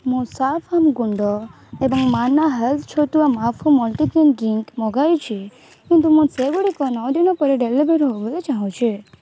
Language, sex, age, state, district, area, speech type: Odia, female, 18-30, Odisha, Rayagada, rural, read